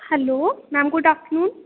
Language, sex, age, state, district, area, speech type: Dogri, female, 18-30, Jammu and Kashmir, Kathua, rural, conversation